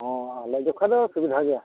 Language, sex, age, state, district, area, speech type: Santali, male, 45-60, Odisha, Mayurbhanj, rural, conversation